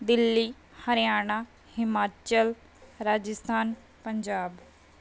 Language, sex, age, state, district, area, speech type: Punjabi, female, 30-45, Punjab, Bathinda, urban, spontaneous